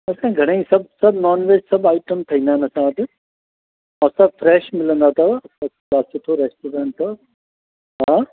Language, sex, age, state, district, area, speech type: Sindhi, male, 60+, Delhi, South Delhi, urban, conversation